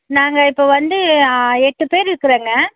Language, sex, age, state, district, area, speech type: Tamil, female, 30-45, Tamil Nadu, Erode, rural, conversation